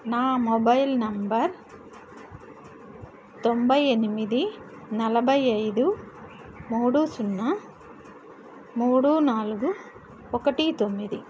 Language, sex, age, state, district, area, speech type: Telugu, female, 60+, Andhra Pradesh, N T Rama Rao, urban, read